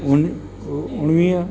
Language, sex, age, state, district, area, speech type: Sindhi, male, 60+, Uttar Pradesh, Lucknow, urban, read